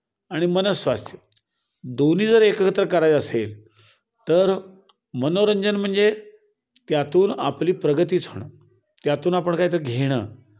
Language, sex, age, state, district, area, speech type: Marathi, male, 60+, Maharashtra, Kolhapur, urban, spontaneous